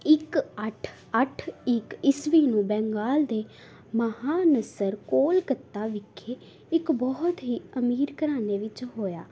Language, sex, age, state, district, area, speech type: Punjabi, female, 18-30, Punjab, Tarn Taran, urban, spontaneous